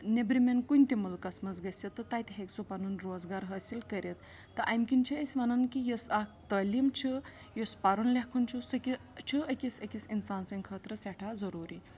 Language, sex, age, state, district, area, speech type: Kashmiri, female, 30-45, Jammu and Kashmir, Srinagar, rural, spontaneous